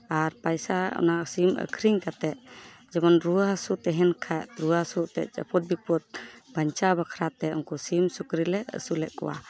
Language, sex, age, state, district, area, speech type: Santali, female, 30-45, West Bengal, Malda, rural, spontaneous